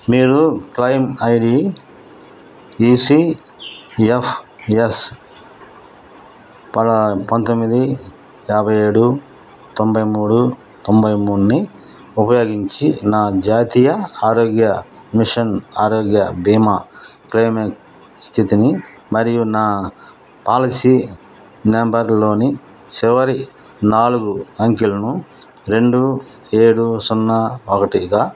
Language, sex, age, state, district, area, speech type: Telugu, male, 60+, Andhra Pradesh, Nellore, rural, read